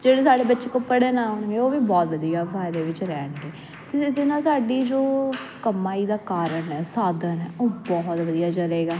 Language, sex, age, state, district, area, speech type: Punjabi, female, 18-30, Punjab, Jalandhar, urban, spontaneous